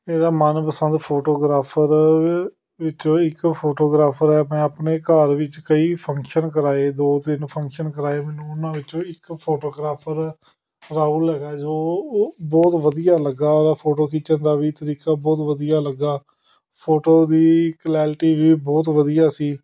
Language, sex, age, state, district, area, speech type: Punjabi, male, 30-45, Punjab, Amritsar, urban, spontaneous